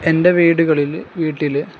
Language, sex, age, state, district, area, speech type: Malayalam, male, 18-30, Kerala, Kozhikode, rural, spontaneous